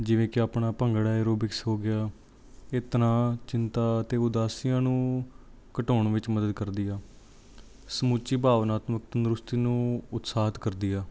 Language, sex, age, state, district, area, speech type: Punjabi, male, 18-30, Punjab, Mansa, urban, spontaneous